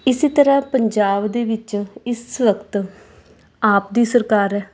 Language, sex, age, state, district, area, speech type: Punjabi, female, 30-45, Punjab, Mansa, urban, spontaneous